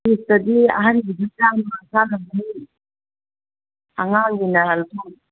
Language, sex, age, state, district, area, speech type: Manipuri, female, 60+, Manipur, Kangpokpi, urban, conversation